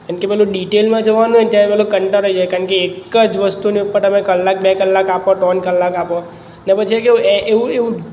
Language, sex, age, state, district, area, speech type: Gujarati, male, 18-30, Gujarat, Surat, urban, spontaneous